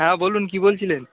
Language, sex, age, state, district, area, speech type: Bengali, male, 18-30, West Bengal, Darjeeling, urban, conversation